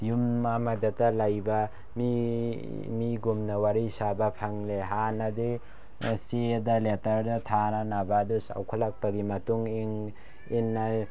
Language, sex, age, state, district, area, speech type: Manipuri, male, 18-30, Manipur, Tengnoupal, rural, spontaneous